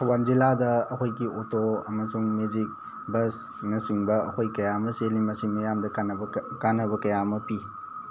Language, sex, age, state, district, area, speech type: Manipuri, male, 18-30, Manipur, Thoubal, rural, spontaneous